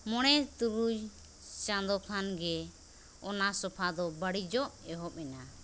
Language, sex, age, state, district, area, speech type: Santali, female, 30-45, Jharkhand, Seraikela Kharsawan, rural, spontaneous